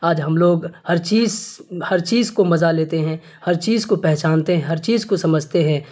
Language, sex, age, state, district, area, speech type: Urdu, male, 30-45, Bihar, Darbhanga, rural, spontaneous